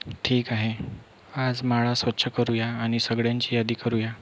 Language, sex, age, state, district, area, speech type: Marathi, male, 30-45, Maharashtra, Amravati, urban, read